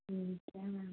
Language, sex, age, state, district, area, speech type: Hindi, female, 30-45, Rajasthan, Jodhpur, urban, conversation